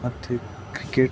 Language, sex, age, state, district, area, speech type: Kannada, male, 30-45, Karnataka, Dakshina Kannada, rural, spontaneous